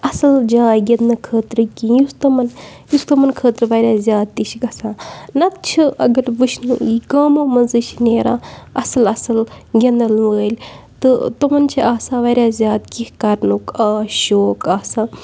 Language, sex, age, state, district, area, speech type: Kashmiri, female, 18-30, Jammu and Kashmir, Bandipora, urban, spontaneous